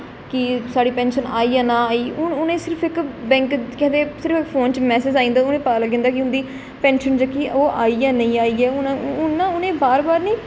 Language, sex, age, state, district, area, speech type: Dogri, female, 18-30, Jammu and Kashmir, Jammu, urban, spontaneous